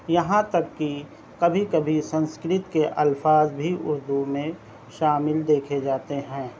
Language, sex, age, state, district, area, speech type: Urdu, male, 30-45, Delhi, South Delhi, urban, spontaneous